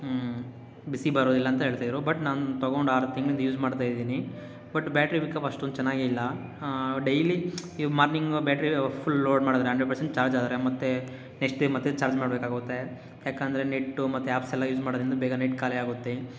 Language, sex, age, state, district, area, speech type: Kannada, male, 18-30, Karnataka, Kolar, rural, spontaneous